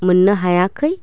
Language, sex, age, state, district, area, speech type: Bodo, female, 45-60, Assam, Chirang, rural, spontaneous